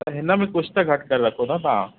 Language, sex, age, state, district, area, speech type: Sindhi, male, 45-60, Uttar Pradesh, Lucknow, urban, conversation